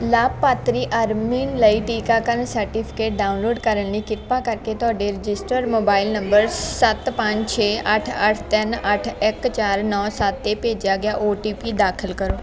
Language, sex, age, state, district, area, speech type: Punjabi, female, 18-30, Punjab, Faridkot, rural, read